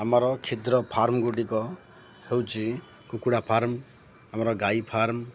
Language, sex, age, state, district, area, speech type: Odia, male, 45-60, Odisha, Ganjam, urban, spontaneous